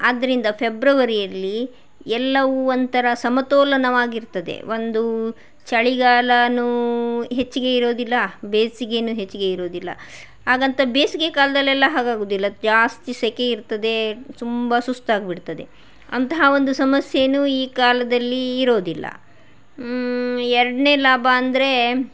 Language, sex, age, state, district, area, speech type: Kannada, female, 45-60, Karnataka, Shimoga, rural, spontaneous